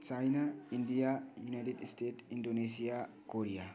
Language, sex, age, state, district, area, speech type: Nepali, male, 18-30, West Bengal, Kalimpong, rural, spontaneous